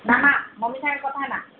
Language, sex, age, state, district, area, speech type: Odia, female, 18-30, Odisha, Sundergarh, urban, conversation